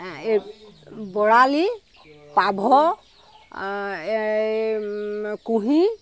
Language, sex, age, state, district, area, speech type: Assamese, female, 60+, Assam, Sivasagar, rural, spontaneous